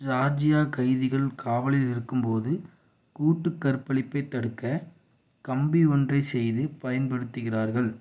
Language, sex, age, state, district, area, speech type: Tamil, male, 18-30, Tamil Nadu, Tiruppur, rural, read